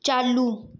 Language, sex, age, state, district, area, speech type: Hindi, female, 45-60, Rajasthan, Jodhpur, urban, read